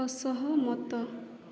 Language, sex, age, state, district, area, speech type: Odia, female, 18-30, Odisha, Boudh, rural, read